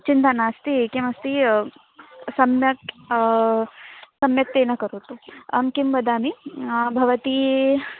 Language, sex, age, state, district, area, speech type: Sanskrit, female, 18-30, Maharashtra, Wardha, urban, conversation